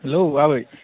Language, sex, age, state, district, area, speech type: Bodo, male, 18-30, Assam, Kokrajhar, urban, conversation